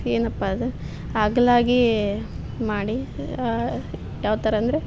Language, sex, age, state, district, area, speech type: Kannada, female, 18-30, Karnataka, Koppal, rural, spontaneous